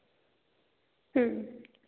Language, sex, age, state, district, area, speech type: Hindi, female, 18-30, Madhya Pradesh, Betul, rural, conversation